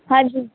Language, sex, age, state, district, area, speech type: Punjabi, female, 18-30, Punjab, Shaheed Bhagat Singh Nagar, rural, conversation